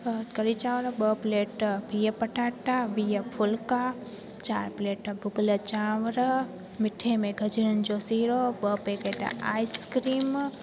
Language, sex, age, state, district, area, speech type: Sindhi, female, 18-30, Gujarat, Junagadh, rural, spontaneous